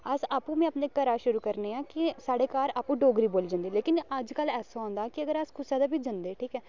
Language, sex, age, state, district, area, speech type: Dogri, male, 18-30, Jammu and Kashmir, Reasi, rural, spontaneous